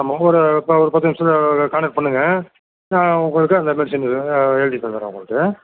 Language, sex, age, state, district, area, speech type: Tamil, male, 60+, Tamil Nadu, Virudhunagar, rural, conversation